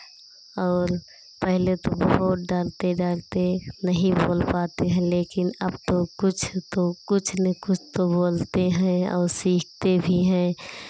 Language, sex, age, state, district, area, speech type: Hindi, female, 30-45, Uttar Pradesh, Pratapgarh, rural, spontaneous